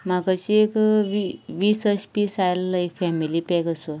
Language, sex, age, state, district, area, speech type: Goan Konkani, female, 18-30, Goa, Canacona, rural, spontaneous